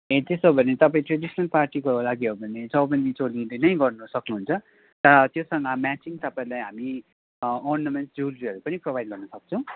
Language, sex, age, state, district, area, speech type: Nepali, male, 30-45, West Bengal, Kalimpong, rural, conversation